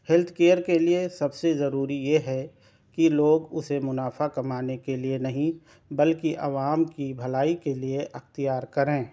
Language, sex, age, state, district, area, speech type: Urdu, male, 30-45, Delhi, South Delhi, urban, spontaneous